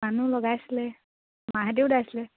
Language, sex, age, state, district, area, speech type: Assamese, female, 18-30, Assam, Charaideo, urban, conversation